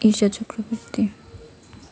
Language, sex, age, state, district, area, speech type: Odia, female, 18-30, Odisha, Malkangiri, urban, spontaneous